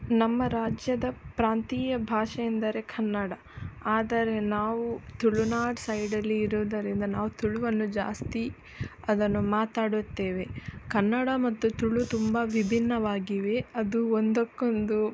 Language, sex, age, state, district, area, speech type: Kannada, female, 18-30, Karnataka, Udupi, rural, spontaneous